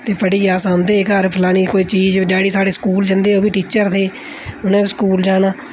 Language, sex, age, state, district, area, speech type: Dogri, female, 30-45, Jammu and Kashmir, Udhampur, urban, spontaneous